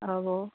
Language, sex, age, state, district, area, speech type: Assamese, female, 60+, Assam, Dibrugarh, rural, conversation